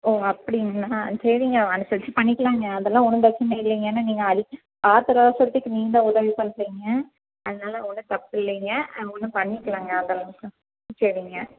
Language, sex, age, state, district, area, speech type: Tamil, female, 30-45, Tamil Nadu, Tiruppur, urban, conversation